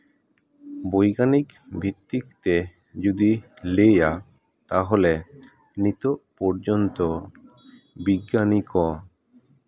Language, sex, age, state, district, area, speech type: Santali, male, 30-45, West Bengal, Paschim Bardhaman, urban, spontaneous